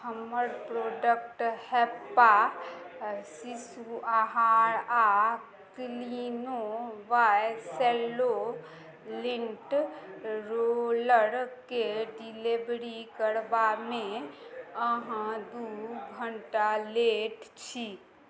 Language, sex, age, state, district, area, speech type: Maithili, female, 30-45, Bihar, Madhubani, rural, read